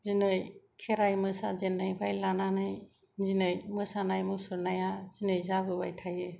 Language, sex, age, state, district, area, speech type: Bodo, female, 45-60, Assam, Kokrajhar, rural, spontaneous